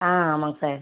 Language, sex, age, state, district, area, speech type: Tamil, female, 18-30, Tamil Nadu, Ariyalur, rural, conversation